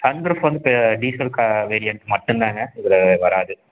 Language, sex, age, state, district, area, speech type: Tamil, male, 18-30, Tamil Nadu, Erode, urban, conversation